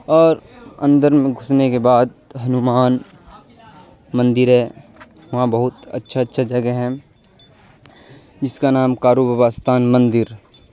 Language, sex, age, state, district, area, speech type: Urdu, male, 18-30, Bihar, Supaul, rural, spontaneous